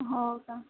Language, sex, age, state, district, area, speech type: Marathi, female, 18-30, Maharashtra, Akola, rural, conversation